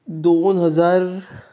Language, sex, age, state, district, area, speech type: Goan Konkani, male, 30-45, Goa, Bardez, urban, spontaneous